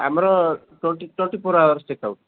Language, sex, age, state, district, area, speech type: Odia, male, 30-45, Odisha, Sambalpur, rural, conversation